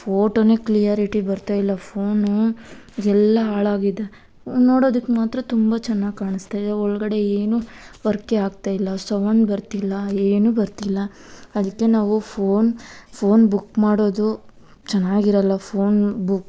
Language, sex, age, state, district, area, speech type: Kannada, female, 18-30, Karnataka, Kolar, rural, spontaneous